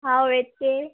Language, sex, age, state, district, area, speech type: Marathi, female, 18-30, Maharashtra, Wardha, rural, conversation